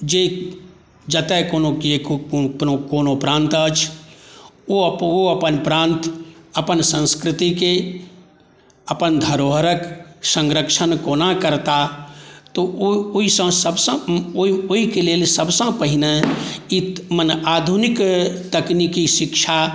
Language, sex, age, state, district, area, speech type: Maithili, male, 60+, Bihar, Saharsa, rural, spontaneous